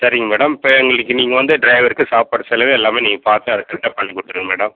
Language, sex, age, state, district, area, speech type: Tamil, male, 45-60, Tamil Nadu, Viluppuram, rural, conversation